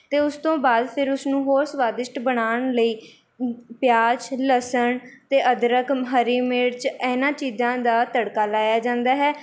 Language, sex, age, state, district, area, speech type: Punjabi, female, 18-30, Punjab, Mohali, rural, spontaneous